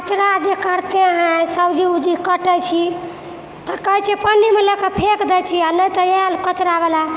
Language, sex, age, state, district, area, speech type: Maithili, female, 60+, Bihar, Purnia, urban, spontaneous